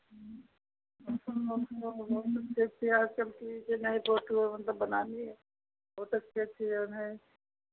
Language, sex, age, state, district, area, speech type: Hindi, female, 45-60, Uttar Pradesh, Lucknow, rural, conversation